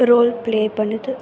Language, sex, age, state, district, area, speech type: Tamil, female, 18-30, Tamil Nadu, Tirunelveli, rural, spontaneous